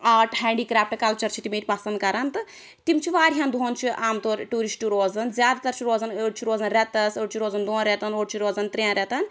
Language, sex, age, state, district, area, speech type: Kashmiri, female, 18-30, Jammu and Kashmir, Anantnag, rural, spontaneous